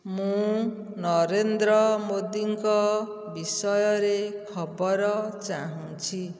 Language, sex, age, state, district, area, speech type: Odia, female, 60+, Odisha, Dhenkanal, rural, read